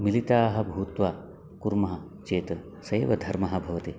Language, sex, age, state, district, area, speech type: Sanskrit, male, 45-60, Karnataka, Uttara Kannada, rural, spontaneous